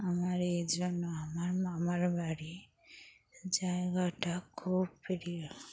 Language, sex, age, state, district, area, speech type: Bengali, female, 45-60, West Bengal, Dakshin Dinajpur, urban, spontaneous